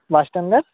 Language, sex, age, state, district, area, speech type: Bengali, male, 18-30, West Bengal, Purba Medinipur, rural, conversation